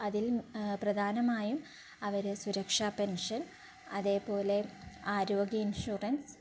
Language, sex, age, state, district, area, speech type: Malayalam, female, 18-30, Kerala, Kannur, urban, spontaneous